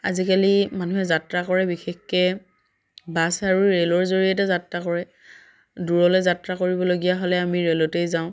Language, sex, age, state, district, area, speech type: Assamese, female, 30-45, Assam, Dhemaji, rural, spontaneous